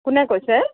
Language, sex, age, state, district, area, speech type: Assamese, female, 60+, Assam, Barpeta, rural, conversation